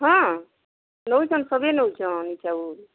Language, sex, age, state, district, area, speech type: Odia, female, 30-45, Odisha, Bargarh, urban, conversation